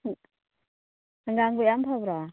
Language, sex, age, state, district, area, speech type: Manipuri, female, 45-60, Manipur, Churachandpur, urban, conversation